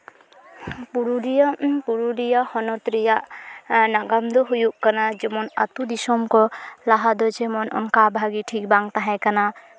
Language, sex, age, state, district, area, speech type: Santali, female, 18-30, West Bengal, Purulia, rural, spontaneous